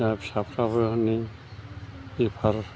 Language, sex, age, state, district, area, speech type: Bodo, male, 60+, Assam, Chirang, rural, spontaneous